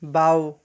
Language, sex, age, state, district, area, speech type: Assamese, male, 30-45, Assam, Darrang, rural, read